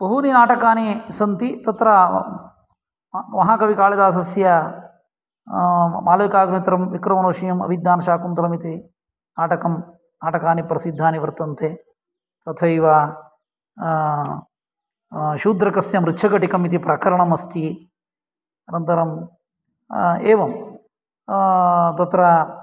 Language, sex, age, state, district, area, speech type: Sanskrit, male, 45-60, Karnataka, Uttara Kannada, rural, spontaneous